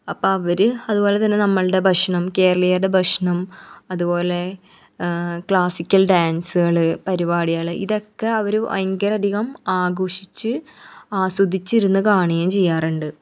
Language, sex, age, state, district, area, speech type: Malayalam, female, 18-30, Kerala, Ernakulam, rural, spontaneous